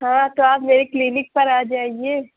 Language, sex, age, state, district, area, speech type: Urdu, female, 30-45, Uttar Pradesh, Lucknow, rural, conversation